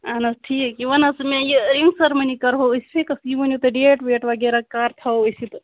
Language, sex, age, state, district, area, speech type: Kashmiri, female, 18-30, Jammu and Kashmir, Budgam, rural, conversation